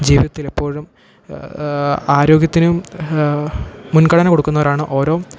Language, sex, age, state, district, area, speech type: Malayalam, male, 18-30, Kerala, Idukki, rural, spontaneous